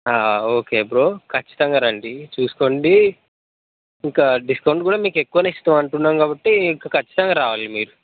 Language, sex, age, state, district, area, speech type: Telugu, male, 18-30, Telangana, Peddapalli, rural, conversation